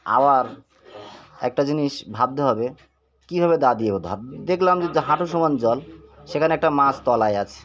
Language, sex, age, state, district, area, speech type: Bengali, male, 45-60, West Bengal, Birbhum, urban, spontaneous